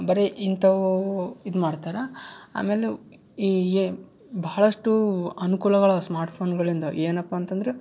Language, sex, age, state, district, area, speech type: Kannada, male, 18-30, Karnataka, Yadgir, urban, spontaneous